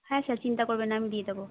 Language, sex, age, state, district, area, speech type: Bengali, female, 30-45, West Bengal, Jhargram, rural, conversation